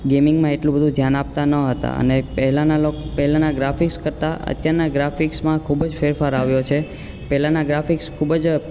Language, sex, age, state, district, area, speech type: Gujarati, male, 18-30, Gujarat, Ahmedabad, urban, spontaneous